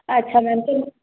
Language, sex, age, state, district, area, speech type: Hindi, female, 18-30, Madhya Pradesh, Gwalior, urban, conversation